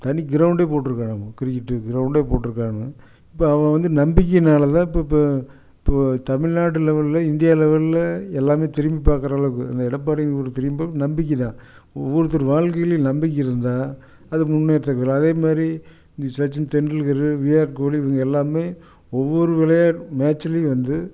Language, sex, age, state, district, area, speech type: Tamil, male, 60+, Tamil Nadu, Coimbatore, urban, spontaneous